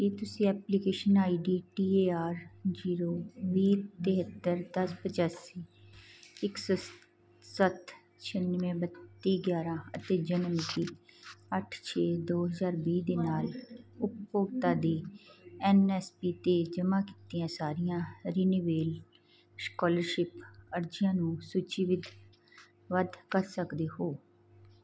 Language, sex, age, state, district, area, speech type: Punjabi, male, 45-60, Punjab, Patiala, urban, read